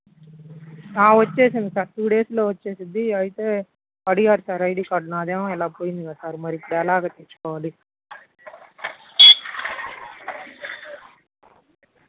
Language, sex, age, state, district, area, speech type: Telugu, male, 18-30, Andhra Pradesh, Guntur, urban, conversation